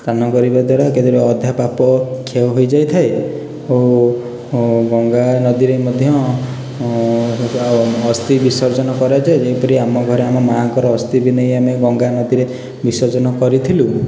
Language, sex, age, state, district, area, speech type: Odia, male, 18-30, Odisha, Puri, urban, spontaneous